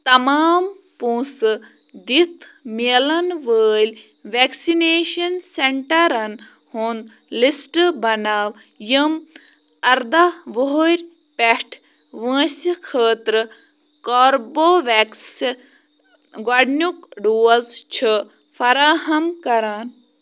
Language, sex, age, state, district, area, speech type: Kashmiri, female, 18-30, Jammu and Kashmir, Bandipora, rural, read